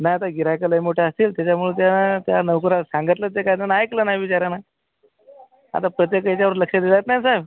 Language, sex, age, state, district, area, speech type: Marathi, male, 45-60, Maharashtra, Akola, urban, conversation